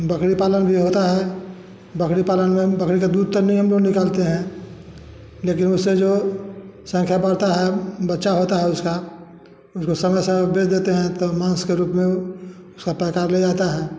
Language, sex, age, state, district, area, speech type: Hindi, male, 60+, Bihar, Samastipur, rural, spontaneous